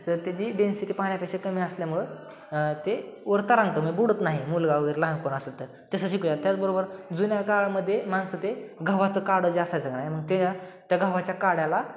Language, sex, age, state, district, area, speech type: Marathi, male, 18-30, Maharashtra, Satara, urban, spontaneous